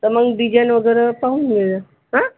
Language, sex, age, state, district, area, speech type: Marathi, female, 45-60, Maharashtra, Buldhana, rural, conversation